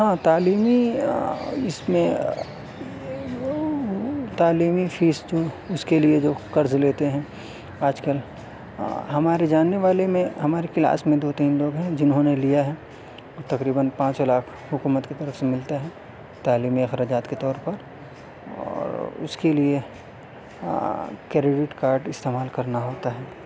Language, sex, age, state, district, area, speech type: Urdu, male, 18-30, Delhi, South Delhi, urban, spontaneous